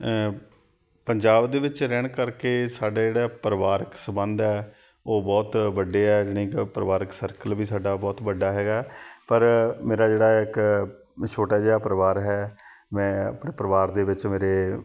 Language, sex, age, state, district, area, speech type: Punjabi, male, 30-45, Punjab, Shaheed Bhagat Singh Nagar, urban, spontaneous